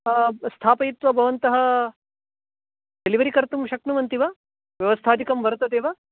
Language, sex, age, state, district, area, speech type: Sanskrit, male, 18-30, Karnataka, Dakshina Kannada, urban, conversation